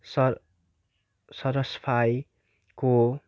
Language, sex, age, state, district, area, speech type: Nepali, male, 18-30, West Bengal, Darjeeling, rural, spontaneous